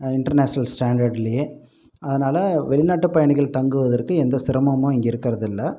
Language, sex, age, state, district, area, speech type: Tamil, male, 45-60, Tamil Nadu, Pudukkottai, rural, spontaneous